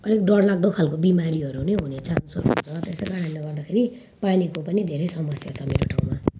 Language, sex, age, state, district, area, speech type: Nepali, female, 30-45, West Bengal, Jalpaiguri, rural, spontaneous